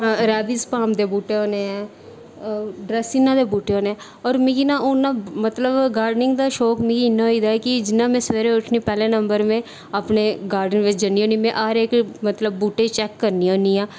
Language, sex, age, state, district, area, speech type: Dogri, female, 18-30, Jammu and Kashmir, Reasi, rural, spontaneous